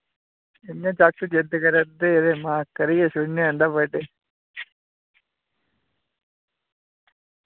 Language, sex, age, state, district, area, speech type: Dogri, male, 18-30, Jammu and Kashmir, Udhampur, rural, conversation